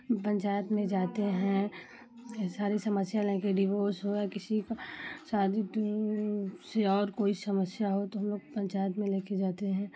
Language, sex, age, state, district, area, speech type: Hindi, female, 30-45, Uttar Pradesh, Chandauli, rural, spontaneous